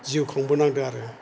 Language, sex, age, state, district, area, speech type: Bodo, male, 60+, Assam, Chirang, rural, spontaneous